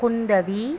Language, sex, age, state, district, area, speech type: Tamil, female, 30-45, Tamil Nadu, Pudukkottai, rural, spontaneous